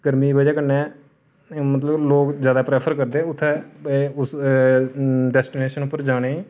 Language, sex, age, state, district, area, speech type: Dogri, male, 30-45, Jammu and Kashmir, Reasi, urban, spontaneous